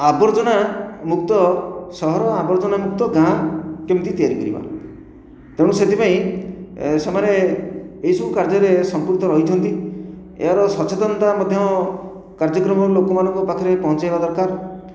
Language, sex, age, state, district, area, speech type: Odia, male, 60+, Odisha, Khordha, rural, spontaneous